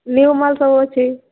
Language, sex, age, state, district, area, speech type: Odia, female, 18-30, Odisha, Subarnapur, urban, conversation